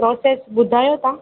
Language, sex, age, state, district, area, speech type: Sindhi, female, 18-30, Gujarat, Junagadh, urban, conversation